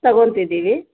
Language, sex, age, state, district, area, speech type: Kannada, female, 30-45, Karnataka, Kolar, rural, conversation